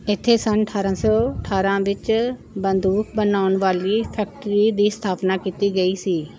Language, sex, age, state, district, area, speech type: Punjabi, female, 45-60, Punjab, Pathankot, rural, read